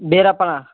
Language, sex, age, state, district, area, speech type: Telugu, male, 18-30, Andhra Pradesh, Kadapa, rural, conversation